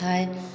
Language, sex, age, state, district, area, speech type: Hindi, female, 30-45, Bihar, Samastipur, rural, spontaneous